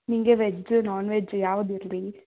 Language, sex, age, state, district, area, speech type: Kannada, female, 18-30, Karnataka, Davanagere, urban, conversation